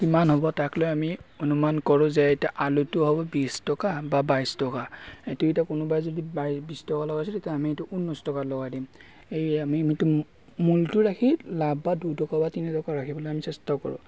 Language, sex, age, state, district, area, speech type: Assamese, male, 30-45, Assam, Darrang, rural, spontaneous